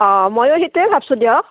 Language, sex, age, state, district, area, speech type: Assamese, female, 45-60, Assam, Udalguri, rural, conversation